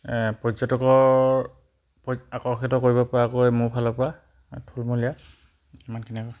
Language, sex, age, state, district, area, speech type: Assamese, male, 30-45, Assam, Charaideo, rural, spontaneous